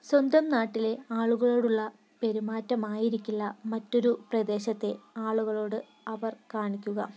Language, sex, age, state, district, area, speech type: Malayalam, female, 18-30, Kerala, Wayanad, rural, spontaneous